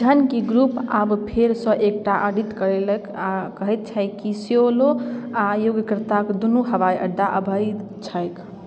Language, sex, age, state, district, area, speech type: Maithili, female, 18-30, Bihar, Darbhanga, rural, read